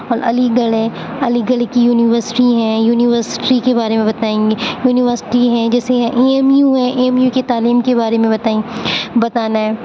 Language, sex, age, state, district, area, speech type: Urdu, female, 18-30, Uttar Pradesh, Aligarh, urban, spontaneous